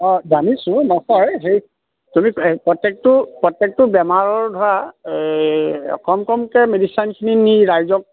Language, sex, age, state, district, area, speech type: Assamese, male, 30-45, Assam, Lakhimpur, urban, conversation